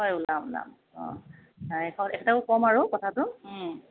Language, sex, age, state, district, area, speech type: Assamese, female, 45-60, Assam, Tinsukia, rural, conversation